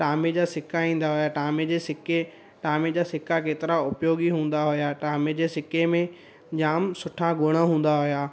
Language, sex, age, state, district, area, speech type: Sindhi, male, 18-30, Gujarat, Surat, urban, spontaneous